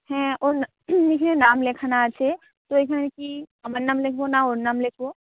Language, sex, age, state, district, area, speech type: Bengali, female, 18-30, West Bengal, Jhargram, rural, conversation